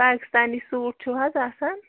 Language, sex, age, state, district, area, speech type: Kashmiri, female, 18-30, Jammu and Kashmir, Pulwama, rural, conversation